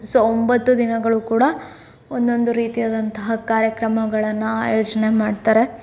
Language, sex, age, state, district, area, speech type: Kannada, female, 30-45, Karnataka, Davanagere, urban, spontaneous